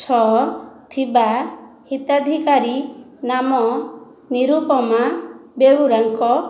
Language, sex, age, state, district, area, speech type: Odia, female, 30-45, Odisha, Khordha, rural, read